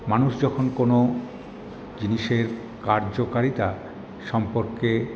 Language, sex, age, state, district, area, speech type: Bengali, male, 60+, West Bengal, Paschim Bardhaman, urban, spontaneous